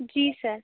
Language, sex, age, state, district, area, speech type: Hindi, female, 18-30, Madhya Pradesh, Bhopal, urban, conversation